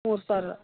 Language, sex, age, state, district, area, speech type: Kannada, female, 18-30, Karnataka, Dharwad, urban, conversation